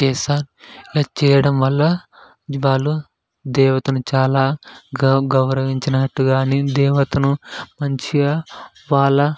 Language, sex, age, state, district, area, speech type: Telugu, male, 18-30, Telangana, Hyderabad, urban, spontaneous